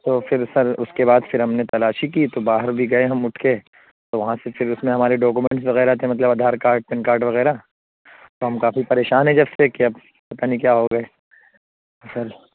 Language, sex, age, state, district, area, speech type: Urdu, male, 60+, Uttar Pradesh, Lucknow, urban, conversation